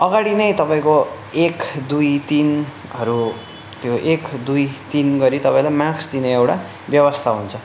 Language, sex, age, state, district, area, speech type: Nepali, male, 18-30, West Bengal, Darjeeling, rural, spontaneous